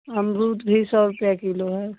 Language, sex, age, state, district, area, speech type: Hindi, female, 30-45, Uttar Pradesh, Ghazipur, rural, conversation